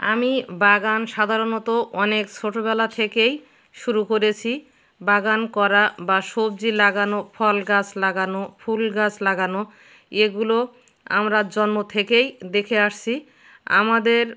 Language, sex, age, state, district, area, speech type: Bengali, female, 60+, West Bengal, North 24 Parganas, rural, spontaneous